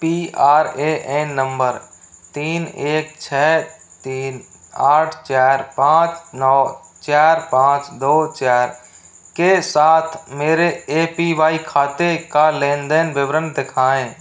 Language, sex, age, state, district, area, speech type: Hindi, male, 30-45, Rajasthan, Jodhpur, rural, read